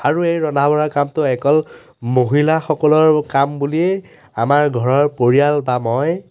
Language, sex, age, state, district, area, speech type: Assamese, male, 30-45, Assam, Biswanath, rural, spontaneous